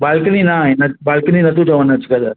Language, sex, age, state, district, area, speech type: Sindhi, male, 45-60, Maharashtra, Mumbai Suburban, urban, conversation